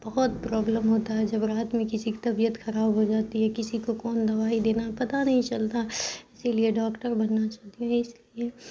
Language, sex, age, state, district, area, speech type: Urdu, female, 18-30, Bihar, Khagaria, urban, spontaneous